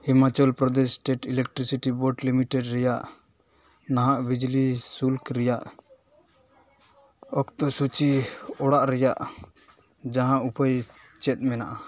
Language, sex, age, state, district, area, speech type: Santali, male, 18-30, West Bengal, Dakshin Dinajpur, rural, read